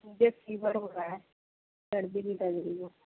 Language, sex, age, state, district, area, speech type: Urdu, female, 18-30, Uttar Pradesh, Gautam Buddha Nagar, rural, conversation